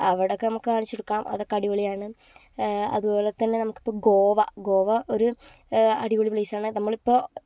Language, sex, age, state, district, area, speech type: Malayalam, female, 18-30, Kerala, Kozhikode, urban, spontaneous